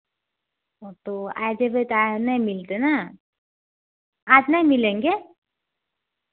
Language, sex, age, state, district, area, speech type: Hindi, female, 30-45, Bihar, Madhepura, rural, conversation